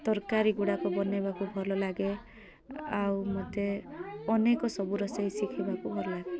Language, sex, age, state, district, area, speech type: Odia, female, 18-30, Odisha, Koraput, urban, spontaneous